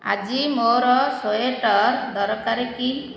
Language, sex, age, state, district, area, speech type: Odia, female, 60+, Odisha, Khordha, rural, read